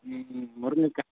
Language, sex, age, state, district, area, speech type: Tamil, male, 30-45, Tamil Nadu, Madurai, urban, conversation